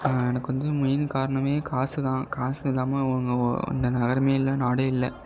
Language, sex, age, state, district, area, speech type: Tamil, male, 18-30, Tamil Nadu, Mayiladuthurai, urban, spontaneous